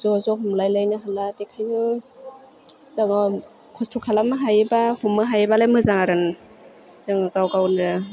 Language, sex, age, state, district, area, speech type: Bodo, female, 30-45, Assam, Chirang, urban, spontaneous